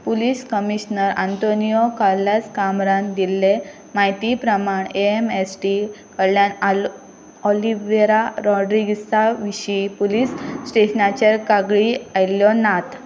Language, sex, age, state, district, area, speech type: Goan Konkani, female, 18-30, Goa, Pernem, rural, read